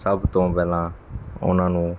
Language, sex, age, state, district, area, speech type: Punjabi, male, 30-45, Punjab, Mansa, urban, spontaneous